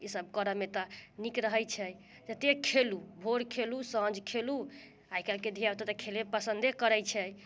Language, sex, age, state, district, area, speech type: Maithili, female, 30-45, Bihar, Muzaffarpur, rural, spontaneous